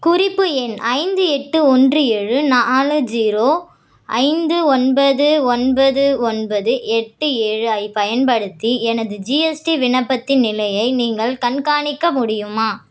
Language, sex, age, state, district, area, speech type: Tamil, female, 18-30, Tamil Nadu, Vellore, urban, read